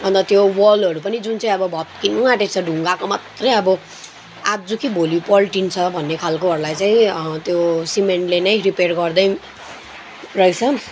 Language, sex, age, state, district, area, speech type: Nepali, female, 30-45, West Bengal, Kalimpong, rural, spontaneous